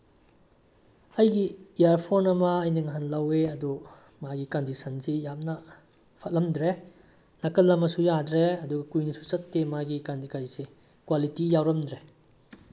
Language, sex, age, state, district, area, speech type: Manipuri, male, 18-30, Manipur, Bishnupur, rural, spontaneous